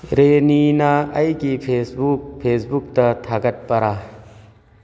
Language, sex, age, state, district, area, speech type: Manipuri, male, 45-60, Manipur, Churachandpur, rural, read